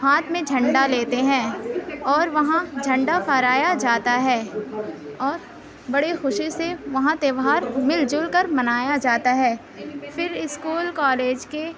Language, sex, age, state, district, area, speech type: Urdu, male, 18-30, Uttar Pradesh, Mau, urban, spontaneous